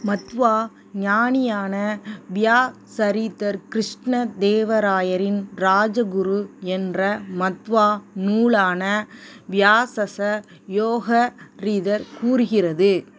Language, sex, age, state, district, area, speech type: Tamil, female, 30-45, Tamil Nadu, Perambalur, rural, read